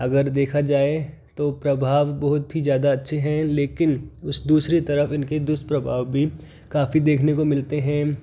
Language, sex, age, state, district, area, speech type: Hindi, male, 30-45, Rajasthan, Jaipur, urban, spontaneous